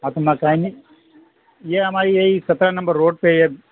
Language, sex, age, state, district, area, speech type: Urdu, male, 45-60, Bihar, Saharsa, rural, conversation